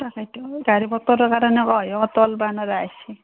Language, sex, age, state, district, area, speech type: Assamese, female, 30-45, Assam, Nalbari, rural, conversation